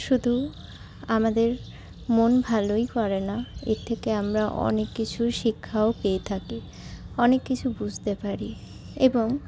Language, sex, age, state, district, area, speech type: Bengali, female, 45-60, West Bengal, Paschim Bardhaman, urban, spontaneous